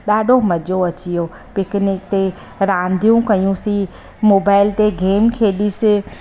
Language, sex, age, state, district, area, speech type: Sindhi, female, 30-45, Gujarat, Surat, urban, spontaneous